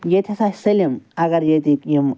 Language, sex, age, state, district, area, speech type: Kashmiri, male, 30-45, Jammu and Kashmir, Srinagar, urban, spontaneous